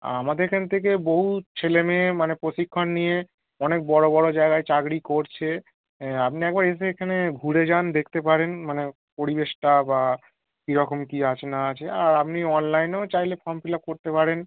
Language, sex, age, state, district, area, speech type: Bengali, male, 18-30, West Bengal, North 24 Parganas, urban, conversation